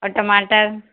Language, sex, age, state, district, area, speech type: Hindi, female, 60+, Madhya Pradesh, Jabalpur, urban, conversation